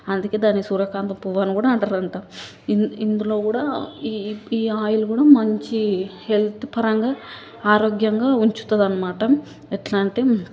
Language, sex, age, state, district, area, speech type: Telugu, female, 18-30, Telangana, Hyderabad, urban, spontaneous